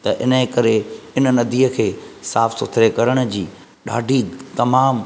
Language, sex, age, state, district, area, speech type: Sindhi, male, 30-45, Maharashtra, Thane, urban, spontaneous